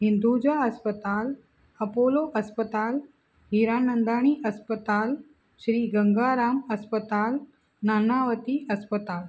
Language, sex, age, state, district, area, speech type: Sindhi, female, 45-60, Maharashtra, Thane, urban, spontaneous